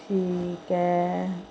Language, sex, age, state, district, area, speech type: Dogri, female, 45-60, Jammu and Kashmir, Udhampur, rural, spontaneous